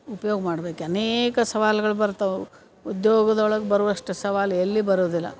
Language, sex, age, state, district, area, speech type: Kannada, female, 60+, Karnataka, Gadag, rural, spontaneous